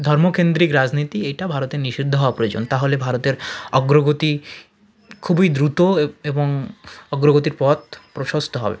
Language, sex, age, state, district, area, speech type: Bengali, male, 30-45, West Bengal, South 24 Parganas, rural, spontaneous